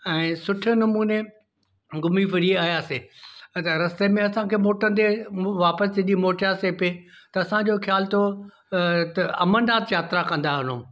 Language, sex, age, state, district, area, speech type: Sindhi, male, 60+, Madhya Pradesh, Indore, urban, spontaneous